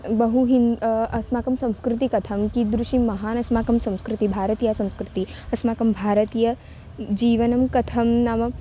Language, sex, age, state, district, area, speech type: Sanskrit, female, 18-30, Maharashtra, Wardha, urban, spontaneous